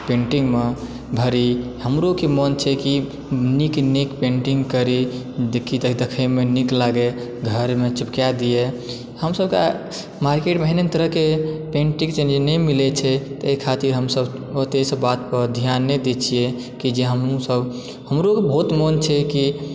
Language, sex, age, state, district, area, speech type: Maithili, male, 18-30, Bihar, Supaul, rural, spontaneous